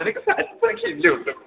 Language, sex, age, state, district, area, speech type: Malayalam, male, 18-30, Kerala, Idukki, urban, conversation